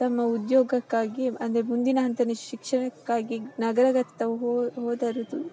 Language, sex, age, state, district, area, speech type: Kannada, female, 18-30, Karnataka, Udupi, rural, spontaneous